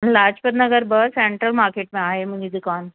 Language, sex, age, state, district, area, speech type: Sindhi, female, 45-60, Delhi, South Delhi, urban, conversation